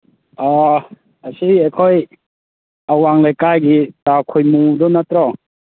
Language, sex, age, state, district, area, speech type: Manipuri, male, 18-30, Manipur, Kangpokpi, urban, conversation